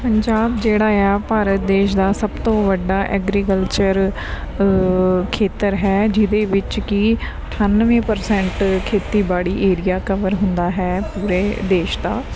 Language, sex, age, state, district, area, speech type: Punjabi, female, 30-45, Punjab, Mansa, urban, spontaneous